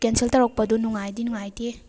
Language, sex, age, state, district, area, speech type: Manipuri, female, 30-45, Manipur, Thoubal, rural, spontaneous